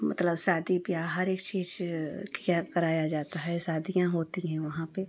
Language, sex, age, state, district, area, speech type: Hindi, female, 30-45, Uttar Pradesh, Prayagraj, rural, spontaneous